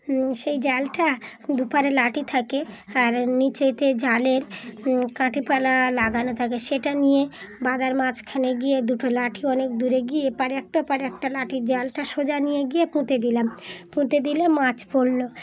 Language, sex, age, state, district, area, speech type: Bengali, female, 30-45, West Bengal, Dakshin Dinajpur, urban, spontaneous